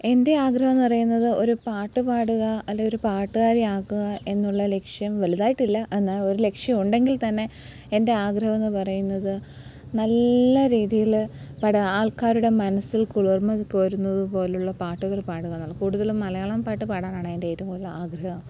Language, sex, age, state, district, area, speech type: Malayalam, female, 18-30, Kerala, Alappuzha, rural, spontaneous